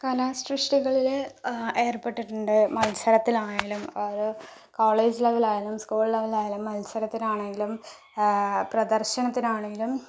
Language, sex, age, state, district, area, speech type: Malayalam, female, 18-30, Kerala, Palakkad, rural, spontaneous